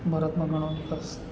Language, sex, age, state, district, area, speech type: Gujarati, male, 45-60, Gujarat, Narmada, rural, spontaneous